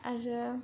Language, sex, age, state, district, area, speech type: Bodo, female, 18-30, Assam, Kokrajhar, rural, spontaneous